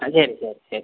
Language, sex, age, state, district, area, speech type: Tamil, male, 18-30, Tamil Nadu, Pudukkottai, rural, conversation